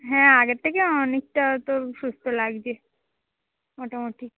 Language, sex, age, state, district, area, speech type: Bengali, female, 30-45, West Bengal, Dakshin Dinajpur, rural, conversation